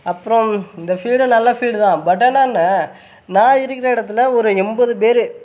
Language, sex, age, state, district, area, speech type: Tamil, male, 18-30, Tamil Nadu, Sivaganga, rural, spontaneous